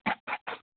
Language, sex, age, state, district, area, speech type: Kashmiri, female, 30-45, Jammu and Kashmir, Baramulla, rural, conversation